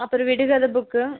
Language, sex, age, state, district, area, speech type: Tamil, female, 30-45, Tamil Nadu, Coimbatore, rural, conversation